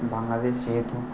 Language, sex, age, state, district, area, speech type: Bengali, male, 18-30, West Bengal, Kolkata, urban, spontaneous